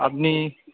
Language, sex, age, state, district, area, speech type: Bengali, male, 18-30, West Bengal, Darjeeling, urban, conversation